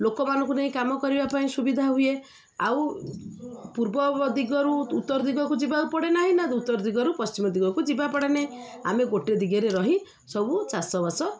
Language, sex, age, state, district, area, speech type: Odia, female, 30-45, Odisha, Jagatsinghpur, urban, spontaneous